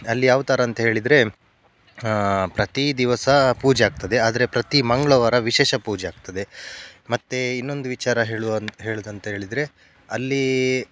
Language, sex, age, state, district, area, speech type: Kannada, male, 30-45, Karnataka, Udupi, rural, spontaneous